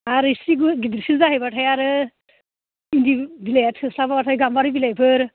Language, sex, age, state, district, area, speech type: Bodo, female, 30-45, Assam, Baksa, rural, conversation